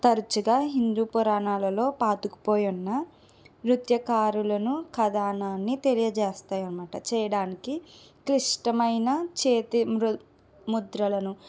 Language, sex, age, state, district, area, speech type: Telugu, female, 30-45, Andhra Pradesh, Eluru, urban, spontaneous